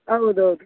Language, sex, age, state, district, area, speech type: Kannada, female, 30-45, Karnataka, Dakshina Kannada, rural, conversation